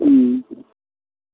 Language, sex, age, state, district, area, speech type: Maithili, male, 60+, Bihar, Madhepura, rural, conversation